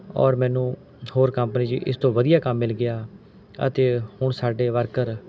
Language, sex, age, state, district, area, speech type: Punjabi, male, 30-45, Punjab, Rupnagar, rural, spontaneous